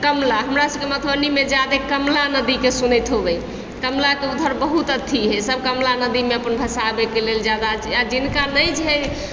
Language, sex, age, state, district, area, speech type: Maithili, female, 60+, Bihar, Supaul, urban, spontaneous